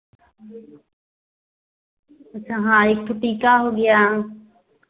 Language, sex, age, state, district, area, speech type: Hindi, female, 30-45, Uttar Pradesh, Varanasi, rural, conversation